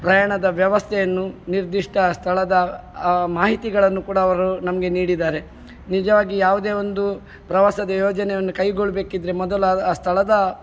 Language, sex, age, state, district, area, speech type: Kannada, male, 45-60, Karnataka, Udupi, rural, spontaneous